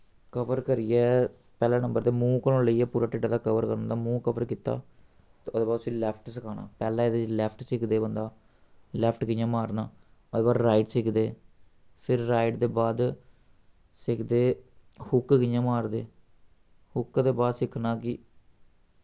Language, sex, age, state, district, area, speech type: Dogri, male, 18-30, Jammu and Kashmir, Samba, rural, spontaneous